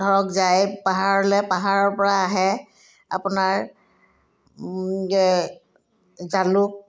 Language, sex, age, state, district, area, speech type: Assamese, female, 60+, Assam, Udalguri, rural, spontaneous